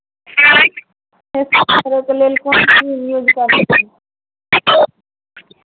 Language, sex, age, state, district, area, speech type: Maithili, female, 18-30, Bihar, Madhubani, rural, conversation